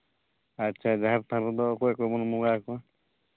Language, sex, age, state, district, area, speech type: Santali, male, 18-30, Jharkhand, East Singhbhum, rural, conversation